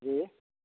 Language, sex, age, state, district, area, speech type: Maithili, male, 45-60, Bihar, Begusarai, urban, conversation